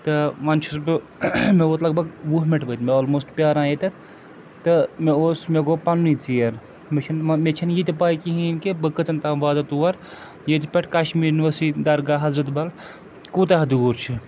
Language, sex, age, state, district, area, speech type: Kashmiri, male, 45-60, Jammu and Kashmir, Srinagar, urban, spontaneous